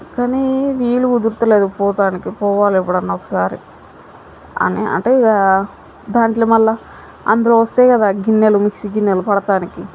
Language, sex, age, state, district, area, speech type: Telugu, female, 18-30, Telangana, Mahbubnagar, rural, spontaneous